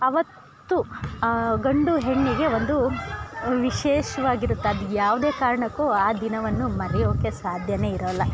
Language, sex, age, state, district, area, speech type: Kannada, female, 30-45, Karnataka, Chikkamagaluru, rural, spontaneous